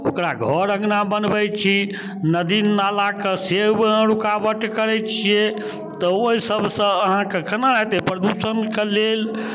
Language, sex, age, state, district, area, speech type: Maithili, male, 60+, Bihar, Darbhanga, rural, spontaneous